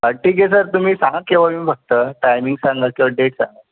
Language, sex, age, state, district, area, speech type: Marathi, male, 30-45, Maharashtra, Buldhana, urban, conversation